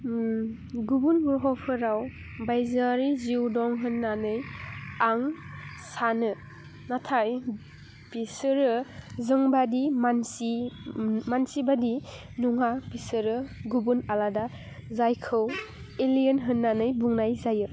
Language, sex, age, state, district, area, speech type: Bodo, female, 18-30, Assam, Udalguri, urban, spontaneous